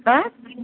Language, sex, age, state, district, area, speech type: Kannada, female, 60+, Karnataka, Bellary, rural, conversation